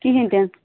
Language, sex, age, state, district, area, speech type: Kashmiri, female, 30-45, Jammu and Kashmir, Bandipora, rural, conversation